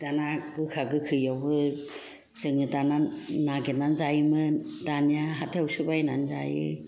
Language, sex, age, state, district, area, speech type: Bodo, female, 60+, Assam, Kokrajhar, rural, spontaneous